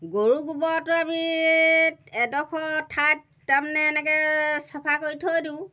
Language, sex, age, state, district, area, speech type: Assamese, female, 60+, Assam, Golaghat, rural, spontaneous